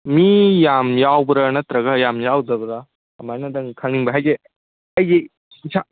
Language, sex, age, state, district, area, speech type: Manipuri, male, 18-30, Manipur, Kangpokpi, urban, conversation